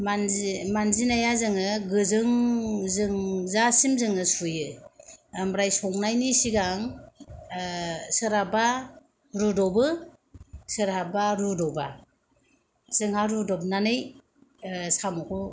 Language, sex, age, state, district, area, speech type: Bodo, female, 30-45, Assam, Kokrajhar, rural, spontaneous